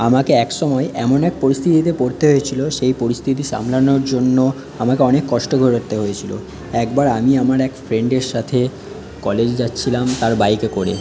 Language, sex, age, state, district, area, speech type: Bengali, male, 30-45, West Bengal, Paschim Bardhaman, urban, spontaneous